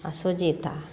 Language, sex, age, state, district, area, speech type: Maithili, female, 60+, Bihar, Madhubani, rural, spontaneous